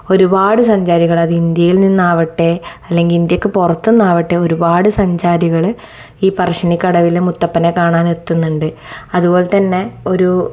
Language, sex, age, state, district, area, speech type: Malayalam, female, 18-30, Kerala, Kannur, rural, spontaneous